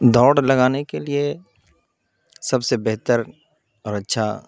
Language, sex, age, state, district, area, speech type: Urdu, male, 30-45, Bihar, Khagaria, rural, spontaneous